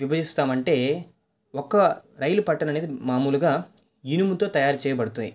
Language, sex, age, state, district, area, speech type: Telugu, male, 18-30, Andhra Pradesh, Nellore, urban, spontaneous